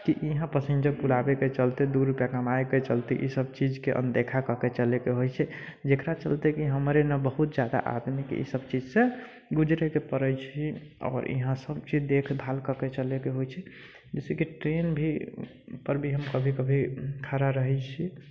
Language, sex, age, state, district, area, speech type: Maithili, male, 30-45, Bihar, Sitamarhi, rural, spontaneous